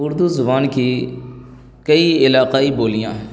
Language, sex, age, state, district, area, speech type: Urdu, male, 30-45, Bihar, Darbhanga, rural, spontaneous